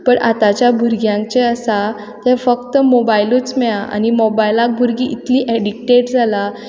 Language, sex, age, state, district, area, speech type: Goan Konkani, female, 18-30, Goa, Quepem, rural, spontaneous